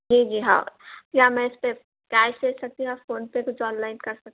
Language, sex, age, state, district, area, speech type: Urdu, female, 18-30, Telangana, Hyderabad, urban, conversation